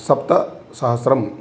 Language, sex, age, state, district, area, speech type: Sanskrit, male, 30-45, Telangana, Karimnagar, rural, spontaneous